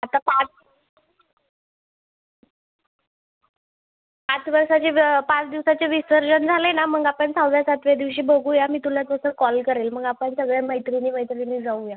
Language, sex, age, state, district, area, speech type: Marathi, female, 30-45, Maharashtra, Solapur, urban, conversation